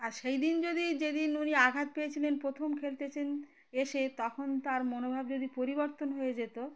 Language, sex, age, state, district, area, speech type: Bengali, female, 30-45, West Bengal, Uttar Dinajpur, urban, spontaneous